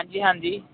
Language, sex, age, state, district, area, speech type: Punjabi, male, 18-30, Punjab, Muktsar, rural, conversation